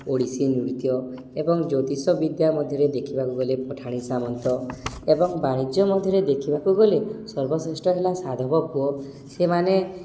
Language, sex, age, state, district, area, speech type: Odia, male, 18-30, Odisha, Subarnapur, urban, spontaneous